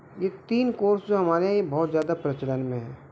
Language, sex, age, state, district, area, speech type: Hindi, male, 45-60, Madhya Pradesh, Balaghat, rural, spontaneous